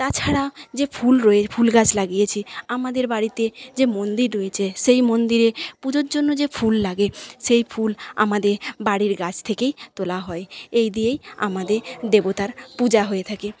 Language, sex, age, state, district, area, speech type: Bengali, female, 30-45, West Bengal, Paschim Medinipur, rural, spontaneous